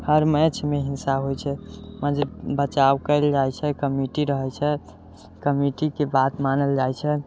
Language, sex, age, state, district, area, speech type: Maithili, male, 18-30, Bihar, Muzaffarpur, rural, spontaneous